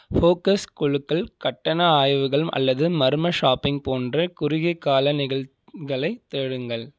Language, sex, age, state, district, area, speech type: Tamil, male, 30-45, Tamil Nadu, Ariyalur, rural, read